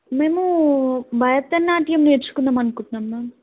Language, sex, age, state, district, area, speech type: Telugu, female, 18-30, Telangana, Mahbubnagar, urban, conversation